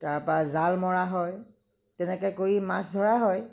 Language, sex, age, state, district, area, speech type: Assamese, female, 60+, Assam, Lakhimpur, rural, spontaneous